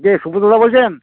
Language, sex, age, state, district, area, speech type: Bengali, male, 60+, West Bengal, Howrah, urban, conversation